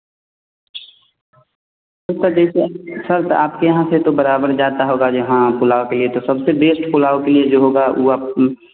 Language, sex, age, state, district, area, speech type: Hindi, male, 18-30, Bihar, Vaishali, rural, conversation